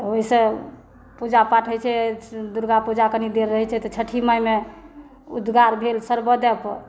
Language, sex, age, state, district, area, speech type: Maithili, female, 60+, Bihar, Saharsa, rural, spontaneous